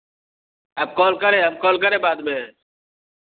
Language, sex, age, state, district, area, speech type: Hindi, male, 30-45, Bihar, Vaishali, urban, conversation